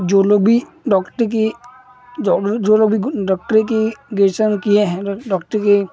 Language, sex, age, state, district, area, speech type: Hindi, male, 18-30, Uttar Pradesh, Ghazipur, urban, spontaneous